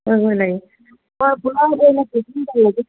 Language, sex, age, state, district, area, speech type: Manipuri, female, 60+, Manipur, Kangpokpi, urban, conversation